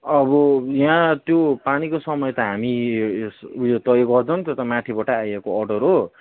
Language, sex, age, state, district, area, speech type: Nepali, male, 18-30, West Bengal, Kalimpong, rural, conversation